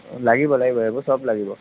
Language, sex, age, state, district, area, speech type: Assamese, male, 45-60, Assam, Darrang, rural, conversation